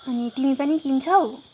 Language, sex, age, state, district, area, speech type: Nepali, female, 18-30, West Bengal, Kalimpong, rural, spontaneous